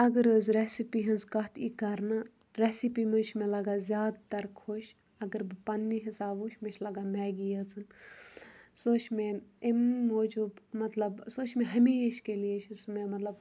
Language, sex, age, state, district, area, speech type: Kashmiri, female, 18-30, Jammu and Kashmir, Kupwara, rural, spontaneous